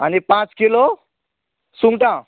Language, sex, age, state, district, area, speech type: Goan Konkani, male, 45-60, Goa, Canacona, rural, conversation